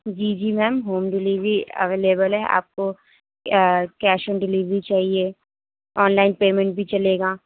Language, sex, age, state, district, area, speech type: Urdu, female, 18-30, Delhi, North West Delhi, urban, conversation